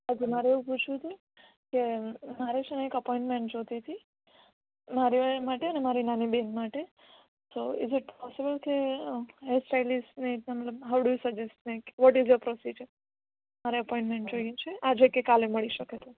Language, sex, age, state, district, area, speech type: Gujarati, female, 18-30, Gujarat, Surat, urban, conversation